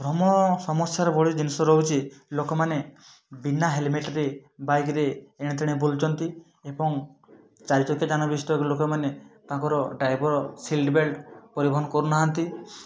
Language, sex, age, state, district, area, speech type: Odia, male, 30-45, Odisha, Mayurbhanj, rural, spontaneous